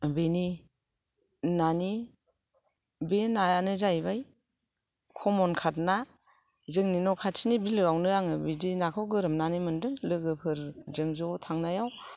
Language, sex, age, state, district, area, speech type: Bodo, female, 45-60, Assam, Kokrajhar, rural, spontaneous